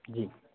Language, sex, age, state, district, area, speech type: Hindi, male, 30-45, Madhya Pradesh, Bhopal, urban, conversation